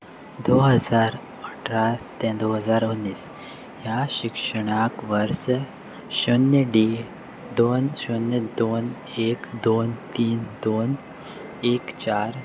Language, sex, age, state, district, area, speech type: Goan Konkani, male, 18-30, Goa, Salcete, rural, read